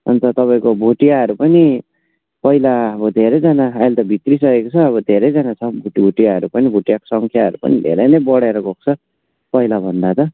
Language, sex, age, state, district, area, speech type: Nepali, male, 18-30, West Bengal, Darjeeling, rural, conversation